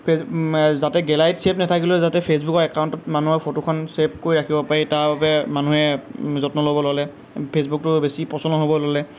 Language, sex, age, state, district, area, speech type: Assamese, male, 18-30, Assam, Lakhimpur, rural, spontaneous